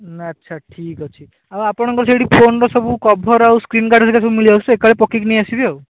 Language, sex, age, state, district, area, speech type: Odia, male, 18-30, Odisha, Bhadrak, rural, conversation